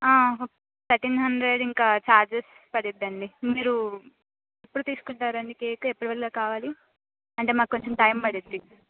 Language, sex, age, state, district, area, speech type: Telugu, female, 18-30, Telangana, Adilabad, urban, conversation